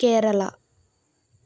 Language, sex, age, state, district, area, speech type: Telugu, female, 30-45, Andhra Pradesh, Vizianagaram, rural, spontaneous